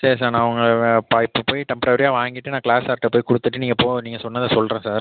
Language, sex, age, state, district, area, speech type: Tamil, male, 18-30, Tamil Nadu, Mayiladuthurai, rural, conversation